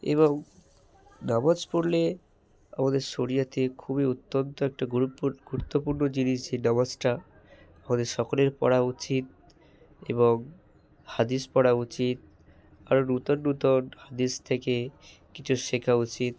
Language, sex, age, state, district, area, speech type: Bengali, male, 18-30, West Bengal, Hooghly, urban, spontaneous